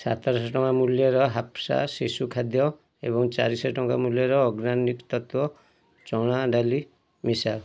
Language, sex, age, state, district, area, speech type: Odia, male, 45-60, Odisha, Kendujhar, urban, read